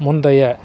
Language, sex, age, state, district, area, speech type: Tamil, male, 30-45, Tamil Nadu, Salem, urban, read